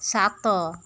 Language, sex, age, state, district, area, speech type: Odia, female, 30-45, Odisha, Malkangiri, urban, read